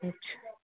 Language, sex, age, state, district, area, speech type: Hindi, male, 30-45, Uttar Pradesh, Hardoi, rural, conversation